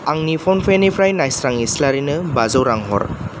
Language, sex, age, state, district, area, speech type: Bodo, male, 18-30, Assam, Kokrajhar, urban, read